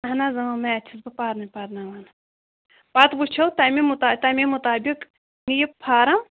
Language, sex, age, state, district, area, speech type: Kashmiri, female, 30-45, Jammu and Kashmir, Pulwama, rural, conversation